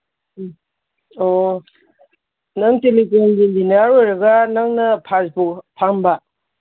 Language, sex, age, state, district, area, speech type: Manipuri, female, 45-60, Manipur, Imphal East, rural, conversation